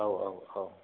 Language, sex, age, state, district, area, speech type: Bodo, male, 45-60, Assam, Chirang, rural, conversation